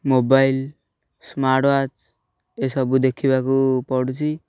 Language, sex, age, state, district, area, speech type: Odia, male, 18-30, Odisha, Ganjam, urban, spontaneous